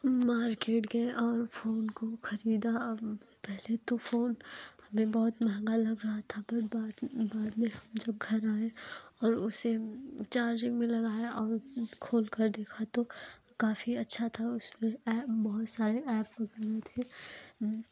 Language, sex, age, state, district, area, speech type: Hindi, female, 18-30, Uttar Pradesh, Jaunpur, urban, spontaneous